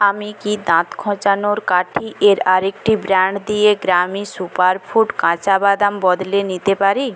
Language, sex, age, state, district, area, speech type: Bengali, female, 18-30, West Bengal, Jhargram, rural, read